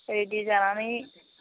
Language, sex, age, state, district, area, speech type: Bodo, female, 60+, Assam, Chirang, rural, conversation